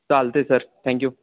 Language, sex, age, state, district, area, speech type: Marathi, male, 18-30, Maharashtra, Sangli, rural, conversation